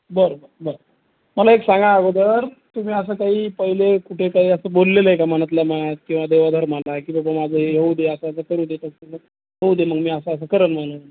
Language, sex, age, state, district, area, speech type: Marathi, male, 30-45, Maharashtra, Jalna, urban, conversation